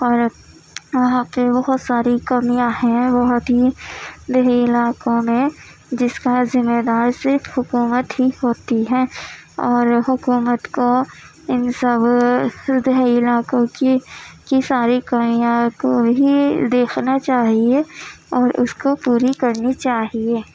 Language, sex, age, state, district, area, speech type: Urdu, female, 18-30, Uttar Pradesh, Gautam Buddha Nagar, urban, spontaneous